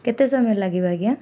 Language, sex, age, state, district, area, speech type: Odia, female, 18-30, Odisha, Jagatsinghpur, urban, spontaneous